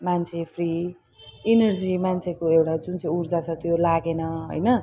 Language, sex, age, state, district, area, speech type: Nepali, female, 45-60, West Bengal, Kalimpong, rural, spontaneous